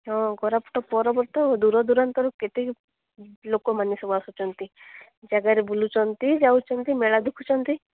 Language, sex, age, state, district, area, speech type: Odia, female, 18-30, Odisha, Koraput, urban, conversation